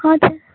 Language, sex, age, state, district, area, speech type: Telugu, female, 18-30, Telangana, Yadadri Bhuvanagiri, urban, conversation